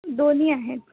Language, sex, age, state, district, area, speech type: Marathi, female, 18-30, Maharashtra, Nagpur, urban, conversation